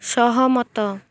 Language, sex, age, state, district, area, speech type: Odia, female, 18-30, Odisha, Malkangiri, urban, read